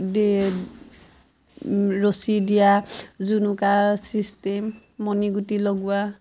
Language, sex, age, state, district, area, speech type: Assamese, female, 30-45, Assam, Majuli, urban, spontaneous